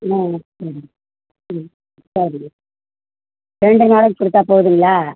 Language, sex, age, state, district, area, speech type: Tamil, female, 60+, Tamil Nadu, Virudhunagar, rural, conversation